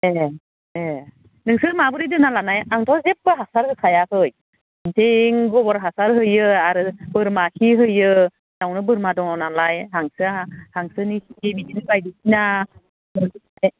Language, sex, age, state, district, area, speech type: Bodo, female, 45-60, Assam, Udalguri, rural, conversation